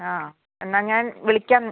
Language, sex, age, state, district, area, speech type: Malayalam, female, 45-60, Kerala, Idukki, rural, conversation